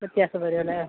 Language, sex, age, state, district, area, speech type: Malayalam, female, 30-45, Kerala, Idukki, rural, conversation